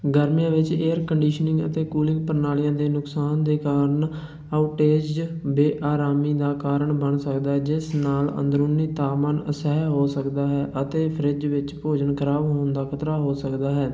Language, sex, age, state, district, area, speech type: Punjabi, male, 30-45, Punjab, Barnala, urban, spontaneous